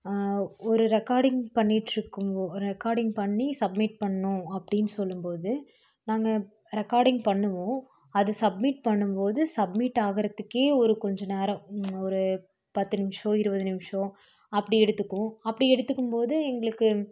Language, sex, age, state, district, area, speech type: Tamil, female, 18-30, Tamil Nadu, Coimbatore, rural, spontaneous